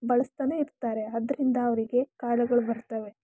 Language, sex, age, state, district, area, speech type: Kannada, female, 18-30, Karnataka, Chitradurga, rural, spontaneous